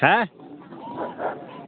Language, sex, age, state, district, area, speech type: Bengali, male, 18-30, West Bengal, Uttar Dinajpur, rural, conversation